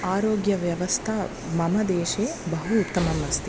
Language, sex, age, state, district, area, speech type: Sanskrit, female, 30-45, Tamil Nadu, Tiruchirappalli, urban, spontaneous